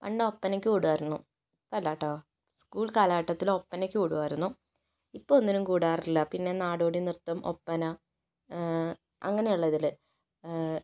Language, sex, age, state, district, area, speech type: Malayalam, female, 18-30, Kerala, Kozhikode, urban, spontaneous